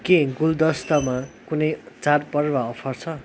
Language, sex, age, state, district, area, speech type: Nepali, male, 18-30, West Bengal, Darjeeling, rural, read